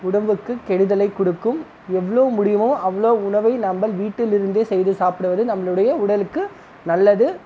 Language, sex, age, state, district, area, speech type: Tamil, male, 30-45, Tamil Nadu, Krishnagiri, rural, spontaneous